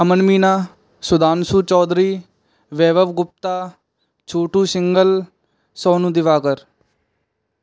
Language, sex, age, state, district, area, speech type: Hindi, male, 18-30, Rajasthan, Bharatpur, rural, spontaneous